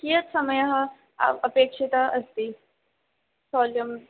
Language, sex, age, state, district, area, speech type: Sanskrit, female, 18-30, Rajasthan, Jaipur, urban, conversation